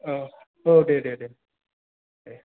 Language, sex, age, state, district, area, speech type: Bodo, male, 30-45, Assam, Chirang, rural, conversation